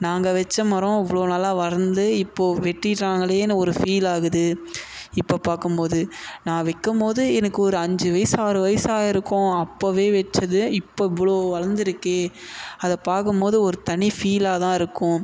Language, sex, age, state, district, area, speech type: Tamil, male, 18-30, Tamil Nadu, Tiruvannamalai, urban, spontaneous